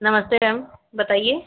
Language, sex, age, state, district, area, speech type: Hindi, female, 60+, Uttar Pradesh, Sitapur, rural, conversation